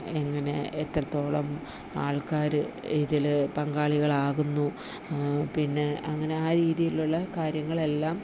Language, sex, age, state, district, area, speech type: Malayalam, female, 30-45, Kerala, Idukki, rural, spontaneous